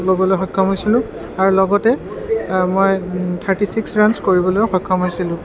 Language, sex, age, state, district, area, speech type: Assamese, male, 30-45, Assam, Sonitpur, urban, spontaneous